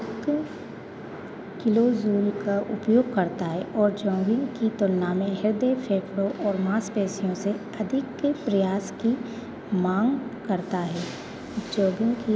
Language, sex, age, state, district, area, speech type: Hindi, female, 18-30, Madhya Pradesh, Hoshangabad, urban, spontaneous